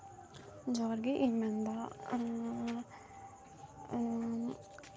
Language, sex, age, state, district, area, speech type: Santali, female, 18-30, West Bengal, Malda, rural, spontaneous